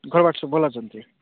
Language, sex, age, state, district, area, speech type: Odia, male, 18-30, Odisha, Nabarangpur, urban, conversation